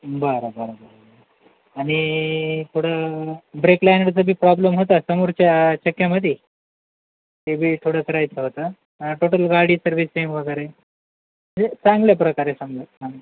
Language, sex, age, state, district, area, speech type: Marathi, male, 45-60, Maharashtra, Nanded, rural, conversation